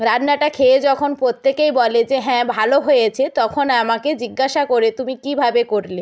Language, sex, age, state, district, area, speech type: Bengali, female, 60+, West Bengal, Nadia, rural, spontaneous